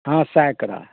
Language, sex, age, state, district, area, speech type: Hindi, male, 60+, Bihar, Darbhanga, urban, conversation